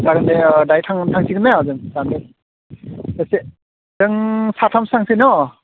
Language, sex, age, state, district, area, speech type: Bodo, male, 18-30, Assam, Udalguri, rural, conversation